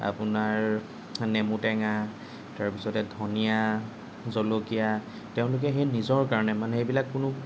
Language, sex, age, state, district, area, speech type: Assamese, male, 45-60, Assam, Morigaon, rural, spontaneous